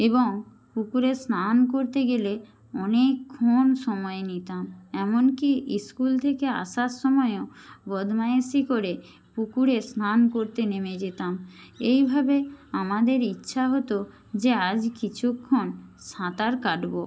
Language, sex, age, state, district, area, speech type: Bengali, female, 45-60, West Bengal, Jhargram, rural, spontaneous